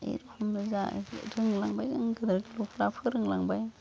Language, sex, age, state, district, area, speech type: Bodo, female, 45-60, Assam, Udalguri, rural, spontaneous